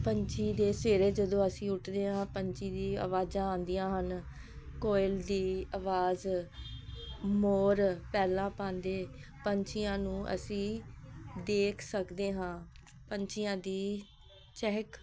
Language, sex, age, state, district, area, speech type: Punjabi, female, 45-60, Punjab, Hoshiarpur, rural, spontaneous